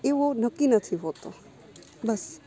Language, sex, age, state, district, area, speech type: Gujarati, female, 30-45, Gujarat, Rajkot, rural, spontaneous